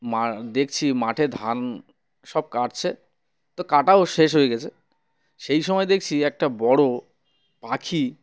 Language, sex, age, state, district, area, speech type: Bengali, male, 30-45, West Bengal, Uttar Dinajpur, urban, spontaneous